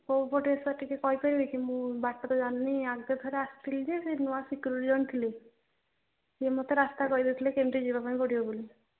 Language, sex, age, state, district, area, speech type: Odia, female, 60+, Odisha, Jharsuguda, rural, conversation